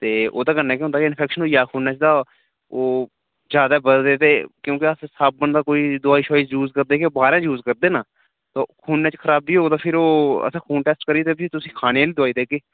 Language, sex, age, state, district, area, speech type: Dogri, male, 18-30, Jammu and Kashmir, Udhampur, urban, conversation